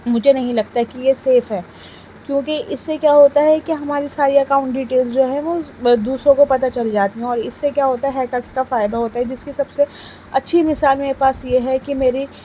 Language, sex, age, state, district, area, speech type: Urdu, female, 18-30, Delhi, Central Delhi, urban, spontaneous